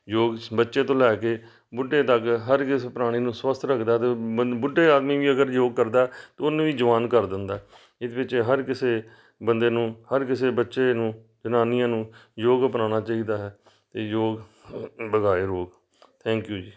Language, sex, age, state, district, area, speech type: Punjabi, male, 45-60, Punjab, Amritsar, urban, spontaneous